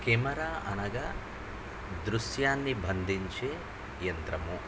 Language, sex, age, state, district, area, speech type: Telugu, male, 45-60, Andhra Pradesh, Nellore, urban, spontaneous